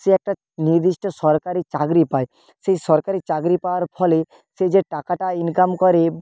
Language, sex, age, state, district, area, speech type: Bengali, male, 30-45, West Bengal, Nadia, rural, spontaneous